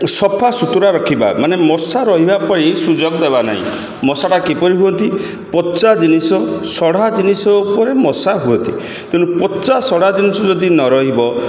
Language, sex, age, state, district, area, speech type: Odia, male, 60+, Odisha, Kendrapara, urban, spontaneous